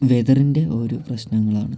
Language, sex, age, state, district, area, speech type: Malayalam, male, 18-30, Kerala, Wayanad, rural, spontaneous